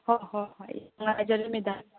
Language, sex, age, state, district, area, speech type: Manipuri, female, 18-30, Manipur, Chandel, rural, conversation